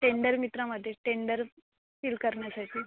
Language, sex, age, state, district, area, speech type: Marathi, female, 18-30, Maharashtra, Amravati, urban, conversation